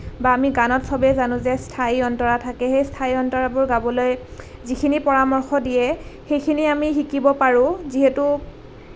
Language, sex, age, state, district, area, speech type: Assamese, female, 18-30, Assam, Nalbari, rural, spontaneous